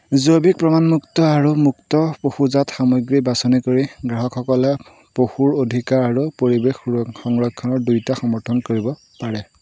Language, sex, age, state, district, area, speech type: Assamese, male, 18-30, Assam, Golaghat, urban, spontaneous